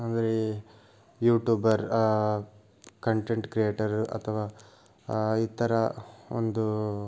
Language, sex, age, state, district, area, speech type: Kannada, male, 18-30, Karnataka, Tumkur, urban, spontaneous